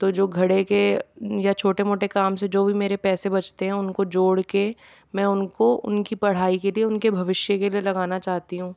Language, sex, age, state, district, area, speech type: Hindi, female, 45-60, Rajasthan, Jaipur, urban, spontaneous